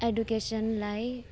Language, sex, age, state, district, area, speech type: Nepali, female, 30-45, West Bengal, Alipurduar, urban, spontaneous